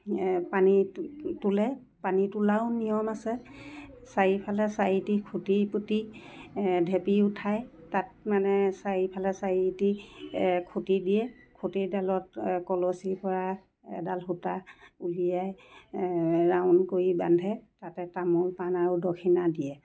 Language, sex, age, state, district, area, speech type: Assamese, female, 60+, Assam, Lakhimpur, urban, spontaneous